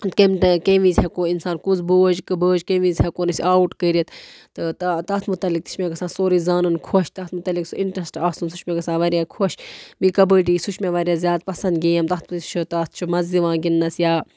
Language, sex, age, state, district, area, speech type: Kashmiri, female, 45-60, Jammu and Kashmir, Budgam, rural, spontaneous